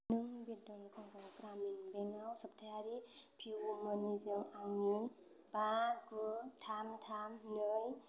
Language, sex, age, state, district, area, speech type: Bodo, female, 18-30, Assam, Chirang, urban, read